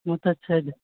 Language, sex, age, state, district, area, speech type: Maithili, male, 60+, Bihar, Purnia, rural, conversation